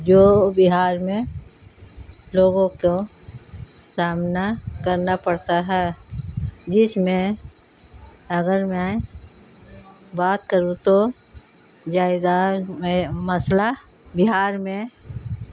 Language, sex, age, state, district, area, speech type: Urdu, female, 60+, Bihar, Gaya, urban, spontaneous